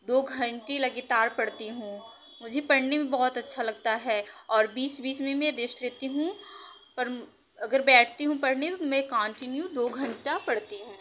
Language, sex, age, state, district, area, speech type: Hindi, female, 30-45, Uttar Pradesh, Mirzapur, rural, spontaneous